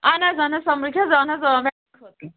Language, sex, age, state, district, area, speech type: Kashmiri, female, 30-45, Jammu and Kashmir, Pulwama, rural, conversation